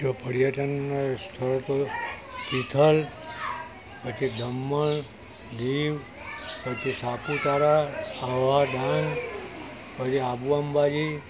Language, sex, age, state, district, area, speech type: Gujarati, male, 60+, Gujarat, Valsad, rural, spontaneous